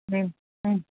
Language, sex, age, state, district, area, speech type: Malayalam, female, 45-60, Kerala, Thiruvananthapuram, urban, conversation